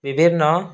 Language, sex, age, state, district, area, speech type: Odia, male, 18-30, Odisha, Rayagada, rural, spontaneous